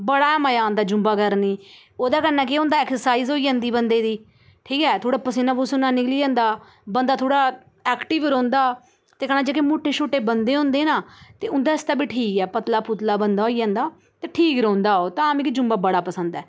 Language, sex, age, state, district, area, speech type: Dogri, female, 30-45, Jammu and Kashmir, Udhampur, urban, spontaneous